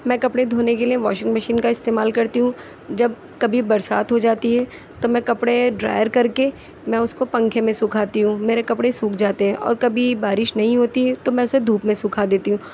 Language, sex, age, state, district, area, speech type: Urdu, female, 30-45, Delhi, Central Delhi, urban, spontaneous